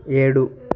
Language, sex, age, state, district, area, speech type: Telugu, male, 18-30, Andhra Pradesh, Sri Balaji, rural, read